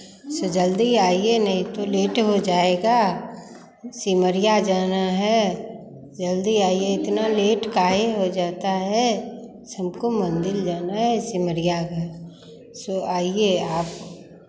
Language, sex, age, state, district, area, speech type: Hindi, female, 45-60, Bihar, Begusarai, rural, spontaneous